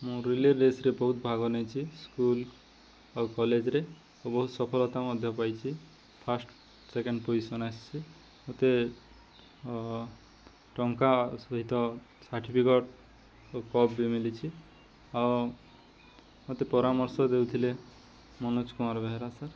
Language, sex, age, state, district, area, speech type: Odia, male, 30-45, Odisha, Nuapada, urban, spontaneous